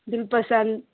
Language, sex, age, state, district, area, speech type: Telugu, female, 30-45, Telangana, Peddapalli, urban, conversation